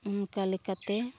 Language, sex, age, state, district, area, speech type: Santali, female, 45-60, Jharkhand, East Singhbhum, rural, spontaneous